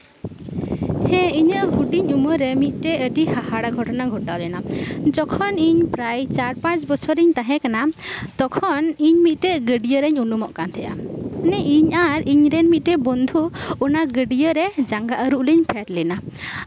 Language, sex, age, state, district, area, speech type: Santali, female, 18-30, West Bengal, Birbhum, rural, spontaneous